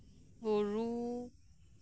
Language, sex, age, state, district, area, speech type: Santali, female, 30-45, West Bengal, Birbhum, rural, spontaneous